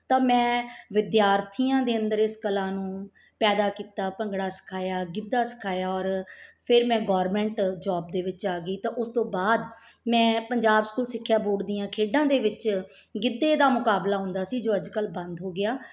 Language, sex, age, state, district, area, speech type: Punjabi, female, 45-60, Punjab, Mansa, urban, spontaneous